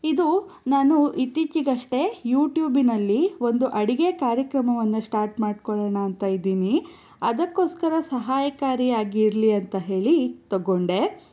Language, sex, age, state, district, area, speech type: Kannada, female, 30-45, Karnataka, Chikkaballapur, urban, spontaneous